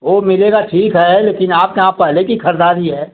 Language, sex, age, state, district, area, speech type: Hindi, male, 60+, Uttar Pradesh, Mau, rural, conversation